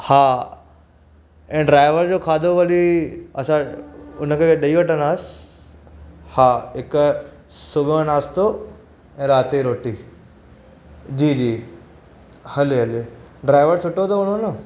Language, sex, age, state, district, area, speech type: Sindhi, male, 18-30, Maharashtra, Thane, urban, spontaneous